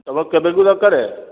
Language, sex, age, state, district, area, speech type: Odia, male, 60+, Odisha, Nayagarh, rural, conversation